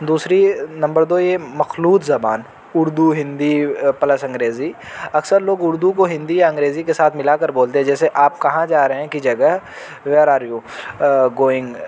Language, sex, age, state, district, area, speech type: Urdu, male, 18-30, Uttar Pradesh, Azamgarh, rural, spontaneous